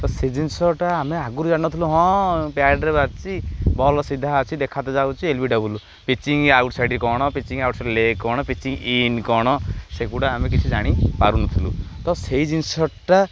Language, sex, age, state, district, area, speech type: Odia, male, 18-30, Odisha, Jagatsinghpur, urban, spontaneous